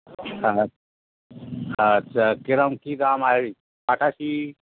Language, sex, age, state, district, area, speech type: Bengali, male, 60+, West Bengal, Hooghly, rural, conversation